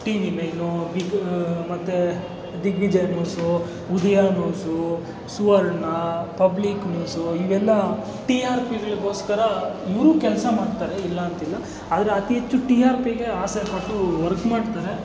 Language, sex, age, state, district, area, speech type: Kannada, male, 45-60, Karnataka, Kolar, rural, spontaneous